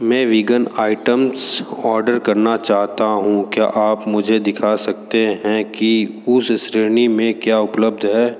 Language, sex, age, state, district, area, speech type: Hindi, male, 30-45, Uttar Pradesh, Sonbhadra, rural, read